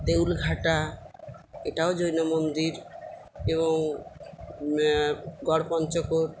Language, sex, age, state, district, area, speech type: Bengali, female, 60+, West Bengal, Purulia, rural, spontaneous